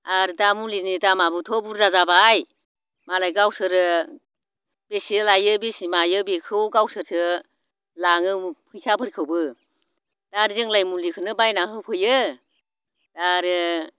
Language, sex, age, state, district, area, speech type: Bodo, female, 60+, Assam, Baksa, rural, spontaneous